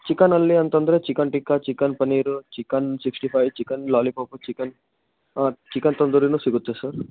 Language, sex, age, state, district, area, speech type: Kannada, male, 18-30, Karnataka, Koppal, rural, conversation